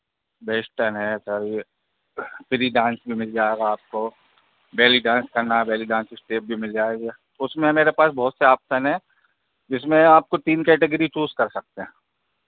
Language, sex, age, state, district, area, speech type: Hindi, male, 45-60, Madhya Pradesh, Hoshangabad, rural, conversation